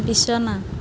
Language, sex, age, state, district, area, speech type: Assamese, female, 30-45, Assam, Nalbari, rural, read